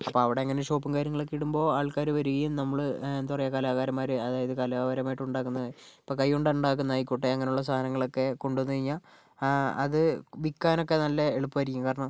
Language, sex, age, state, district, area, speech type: Malayalam, male, 45-60, Kerala, Kozhikode, urban, spontaneous